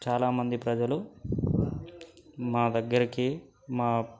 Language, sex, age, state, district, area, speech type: Telugu, male, 18-30, Telangana, Nalgonda, urban, spontaneous